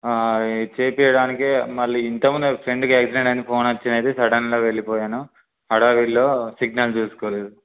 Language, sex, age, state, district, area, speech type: Telugu, male, 18-30, Telangana, Siddipet, urban, conversation